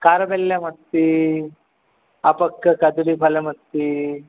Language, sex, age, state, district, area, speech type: Sanskrit, male, 30-45, West Bengal, North 24 Parganas, urban, conversation